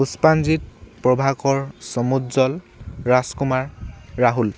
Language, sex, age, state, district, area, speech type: Assamese, male, 18-30, Assam, Tinsukia, urban, spontaneous